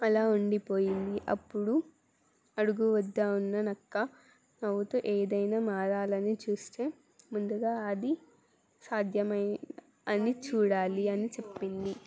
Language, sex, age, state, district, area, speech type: Telugu, female, 18-30, Telangana, Jangaon, urban, spontaneous